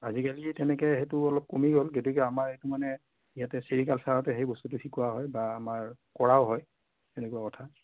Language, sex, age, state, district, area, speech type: Assamese, female, 60+, Assam, Morigaon, urban, conversation